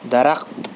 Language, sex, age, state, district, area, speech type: Urdu, male, 45-60, Telangana, Hyderabad, urban, read